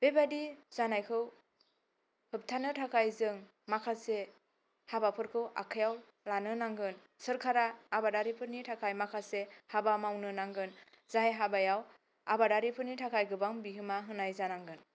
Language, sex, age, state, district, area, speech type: Bodo, female, 18-30, Assam, Kokrajhar, rural, spontaneous